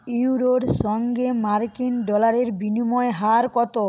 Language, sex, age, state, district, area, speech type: Bengali, female, 45-60, West Bengal, Paschim Medinipur, rural, read